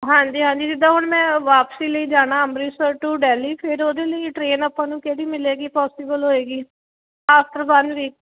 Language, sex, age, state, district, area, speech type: Punjabi, female, 30-45, Punjab, Jalandhar, rural, conversation